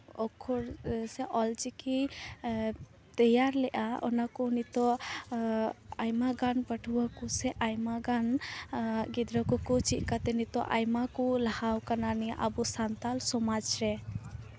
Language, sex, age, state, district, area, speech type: Santali, female, 18-30, West Bengal, Purba Bardhaman, rural, spontaneous